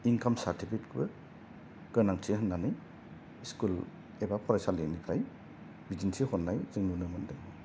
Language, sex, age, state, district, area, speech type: Bodo, male, 30-45, Assam, Kokrajhar, rural, spontaneous